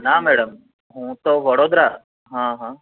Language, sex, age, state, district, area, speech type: Gujarati, male, 30-45, Gujarat, Anand, urban, conversation